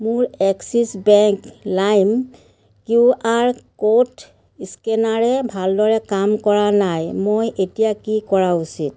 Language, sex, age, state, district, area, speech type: Assamese, female, 30-45, Assam, Biswanath, rural, read